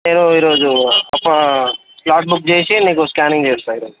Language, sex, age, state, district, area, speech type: Telugu, male, 18-30, Telangana, Medchal, urban, conversation